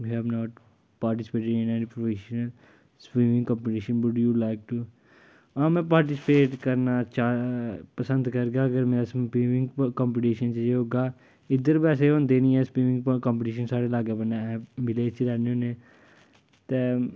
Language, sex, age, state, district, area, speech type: Dogri, male, 30-45, Jammu and Kashmir, Kathua, rural, spontaneous